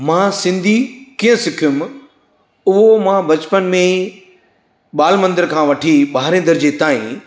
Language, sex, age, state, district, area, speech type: Sindhi, male, 60+, Gujarat, Surat, urban, spontaneous